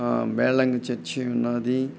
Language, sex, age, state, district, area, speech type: Telugu, male, 45-60, Andhra Pradesh, Nellore, rural, spontaneous